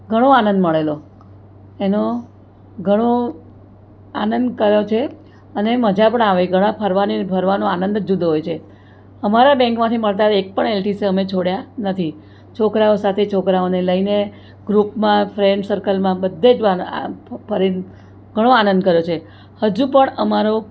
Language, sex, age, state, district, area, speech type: Gujarati, female, 60+, Gujarat, Surat, urban, spontaneous